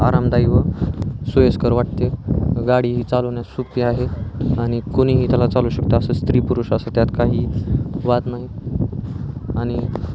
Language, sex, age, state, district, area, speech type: Marathi, male, 18-30, Maharashtra, Osmanabad, rural, spontaneous